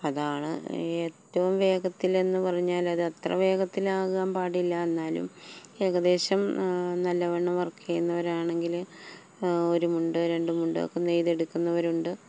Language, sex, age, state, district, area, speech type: Malayalam, female, 45-60, Kerala, Palakkad, rural, spontaneous